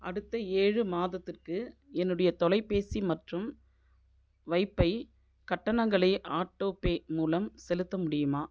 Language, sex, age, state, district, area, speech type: Tamil, female, 45-60, Tamil Nadu, Viluppuram, urban, read